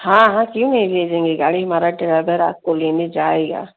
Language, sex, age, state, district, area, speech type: Hindi, female, 30-45, Uttar Pradesh, Jaunpur, rural, conversation